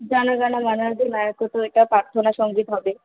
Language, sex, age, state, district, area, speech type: Bengali, female, 18-30, West Bengal, Malda, rural, conversation